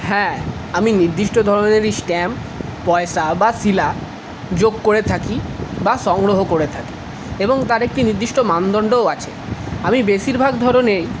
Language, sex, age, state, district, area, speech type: Bengali, male, 45-60, West Bengal, Paschim Bardhaman, urban, spontaneous